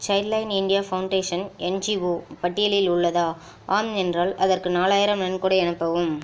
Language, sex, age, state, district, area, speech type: Tamil, female, 30-45, Tamil Nadu, Ariyalur, rural, read